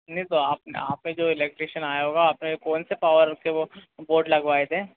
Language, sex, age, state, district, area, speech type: Hindi, male, 60+, Madhya Pradesh, Bhopal, urban, conversation